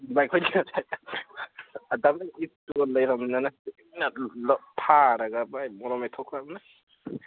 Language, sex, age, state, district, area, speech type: Manipuri, male, 18-30, Manipur, Kangpokpi, urban, conversation